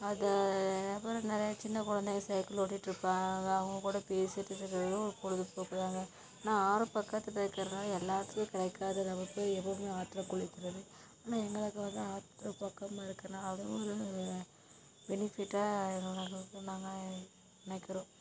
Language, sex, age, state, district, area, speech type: Tamil, female, 18-30, Tamil Nadu, Coimbatore, rural, spontaneous